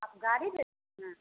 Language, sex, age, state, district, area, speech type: Hindi, female, 18-30, Bihar, Samastipur, rural, conversation